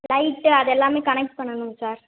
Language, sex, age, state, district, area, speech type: Tamil, female, 18-30, Tamil Nadu, Theni, rural, conversation